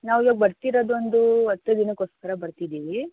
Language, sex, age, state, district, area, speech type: Kannada, female, 30-45, Karnataka, Tumkur, rural, conversation